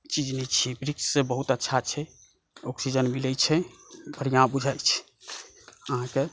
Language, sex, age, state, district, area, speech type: Maithili, male, 30-45, Bihar, Saharsa, rural, spontaneous